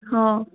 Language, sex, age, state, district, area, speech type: Odia, female, 18-30, Odisha, Sundergarh, urban, conversation